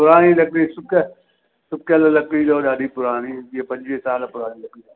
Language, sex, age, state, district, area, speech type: Sindhi, male, 45-60, Uttar Pradesh, Lucknow, rural, conversation